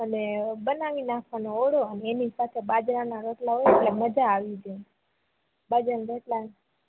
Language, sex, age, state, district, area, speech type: Gujarati, female, 18-30, Gujarat, Rajkot, rural, conversation